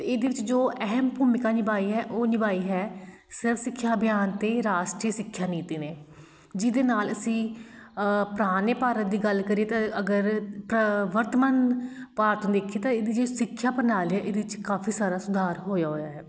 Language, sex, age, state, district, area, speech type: Punjabi, female, 30-45, Punjab, Shaheed Bhagat Singh Nagar, urban, spontaneous